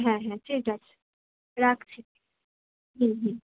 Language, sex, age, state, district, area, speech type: Bengali, female, 18-30, West Bengal, Kolkata, urban, conversation